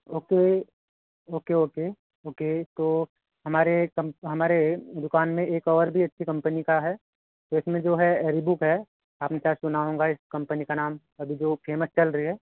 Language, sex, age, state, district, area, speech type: Hindi, male, 30-45, Madhya Pradesh, Balaghat, rural, conversation